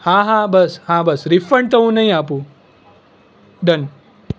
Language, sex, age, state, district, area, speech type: Gujarati, male, 18-30, Gujarat, Surat, urban, spontaneous